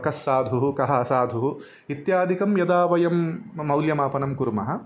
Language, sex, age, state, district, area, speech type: Sanskrit, male, 30-45, Karnataka, Udupi, urban, spontaneous